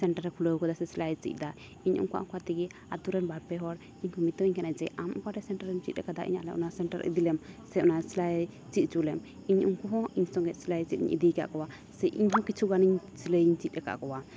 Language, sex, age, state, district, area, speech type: Santali, female, 18-30, West Bengal, Malda, rural, spontaneous